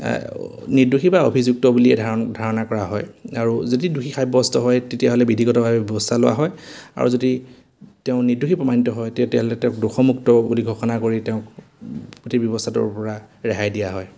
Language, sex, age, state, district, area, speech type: Assamese, male, 30-45, Assam, Majuli, urban, spontaneous